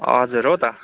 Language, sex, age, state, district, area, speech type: Nepali, male, 18-30, West Bengal, Kalimpong, rural, conversation